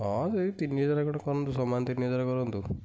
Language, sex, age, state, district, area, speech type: Odia, male, 30-45, Odisha, Kendujhar, urban, spontaneous